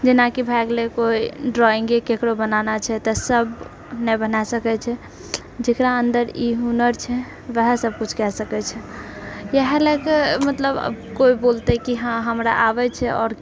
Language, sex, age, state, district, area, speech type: Maithili, female, 45-60, Bihar, Purnia, rural, spontaneous